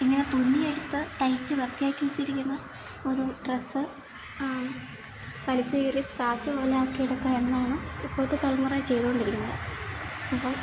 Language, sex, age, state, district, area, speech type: Malayalam, female, 18-30, Kerala, Idukki, rural, spontaneous